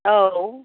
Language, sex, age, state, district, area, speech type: Bodo, female, 60+, Assam, Chirang, rural, conversation